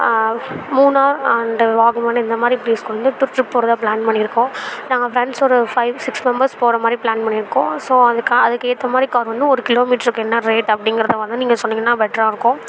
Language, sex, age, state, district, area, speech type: Tamil, female, 18-30, Tamil Nadu, Karur, rural, spontaneous